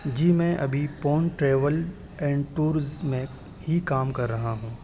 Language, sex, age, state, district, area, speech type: Urdu, male, 18-30, Uttar Pradesh, Saharanpur, urban, read